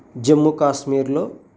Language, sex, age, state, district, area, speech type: Telugu, male, 45-60, Andhra Pradesh, Krishna, rural, spontaneous